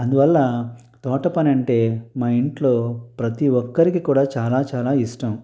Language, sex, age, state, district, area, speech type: Telugu, male, 30-45, Andhra Pradesh, Konaseema, rural, spontaneous